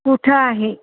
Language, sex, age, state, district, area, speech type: Marathi, female, 60+, Maharashtra, Pune, urban, conversation